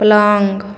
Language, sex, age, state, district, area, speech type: Maithili, female, 18-30, Bihar, Begusarai, rural, read